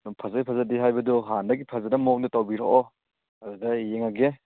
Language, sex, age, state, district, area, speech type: Manipuri, male, 30-45, Manipur, Churachandpur, rural, conversation